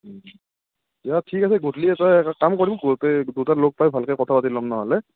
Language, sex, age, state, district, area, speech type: Assamese, male, 45-60, Assam, Morigaon, rural, conversation